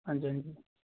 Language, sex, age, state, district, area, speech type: Punjabi, male, 30-45, Punjab, Fazilka, rural, conversation